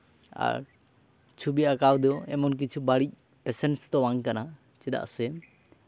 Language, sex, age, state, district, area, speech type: Santali, male, 18-30, West Bengal, Jhargram, rural, spontaneous